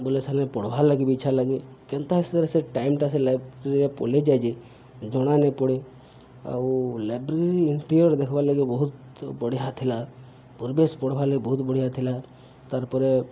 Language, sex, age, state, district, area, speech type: Odia, male, 45-60, Odisha, Subarnapur, urban, spontaneous